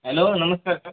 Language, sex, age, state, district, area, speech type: Marathi, male, 18-30, Maharashtra, Hingoli, urban, conversation